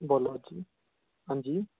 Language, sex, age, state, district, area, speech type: Dogri, male, 30-45, Jammu and Kashmir, Udhampur, urban, conversation